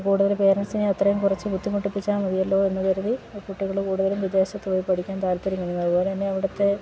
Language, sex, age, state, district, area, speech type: Malayalam, female, 45-60, Kerala, Idukki, rural, spontaneous